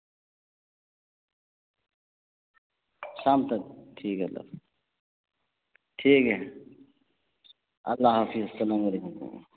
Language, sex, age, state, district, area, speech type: Urdu, male, 45-60, Bihar, Araria, rural, conversation